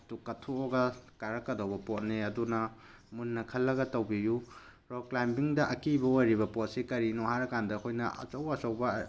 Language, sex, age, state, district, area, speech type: Manipuri, male, 30-45, Manipur, Tengnoupal, rural, spontaneous